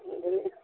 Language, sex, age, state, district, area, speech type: Maithili, female, 30-45, Bihar, Samastipur, urban, conversation